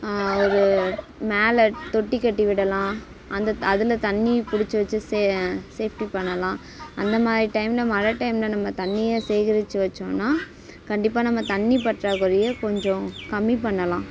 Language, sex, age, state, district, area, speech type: Tamil, female, 18-30, Tamil Nadu, Kallakurichi, rural, spontaneous